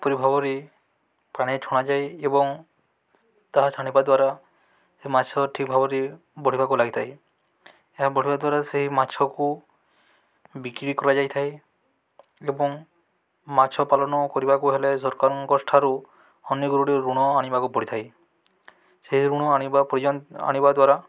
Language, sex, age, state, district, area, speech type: Odia, male, 18-30, Odisha, Balangir, urban, spontaneous